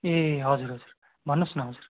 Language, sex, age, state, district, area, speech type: Nepali, male, 18-30, West Bengal, Darjeeling, rural, conversation